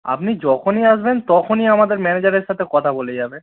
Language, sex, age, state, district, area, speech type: Bengali, male, 18-30, West Bengal, Darjeeling, rural, conversation